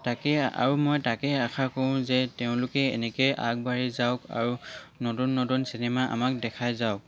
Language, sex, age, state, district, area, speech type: Assamese, male, 18-30, Assam, Charaideo, urban, spontaneous